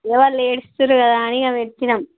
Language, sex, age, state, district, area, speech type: Telugu, female, 18-30, Andhra Pradesh, Visakhapatnam, urban, conversation